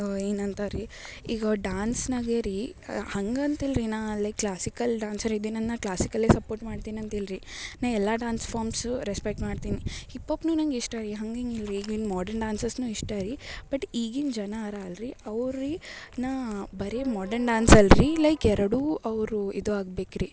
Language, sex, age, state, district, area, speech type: Kannada, female, 18-30, Karnataka, Gulbarga, urban, spontaneous